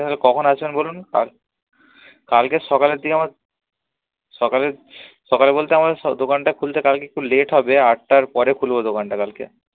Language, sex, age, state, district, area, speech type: Bengali, male, 18-30, West Bengal, Nadia, rural, conversation